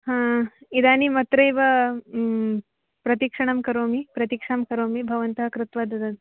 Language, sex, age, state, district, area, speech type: Sanskrit, female, 18-30, Karnataka, Uttara Kannada, rural, conversation